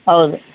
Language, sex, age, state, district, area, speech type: Kannada, male, 30-45, Karnataka, Udupi, rural, conversation